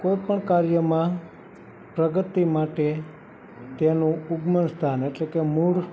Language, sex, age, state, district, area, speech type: Gujarati, male, 18-30, Gujarat, Morbi, urban, spontaneous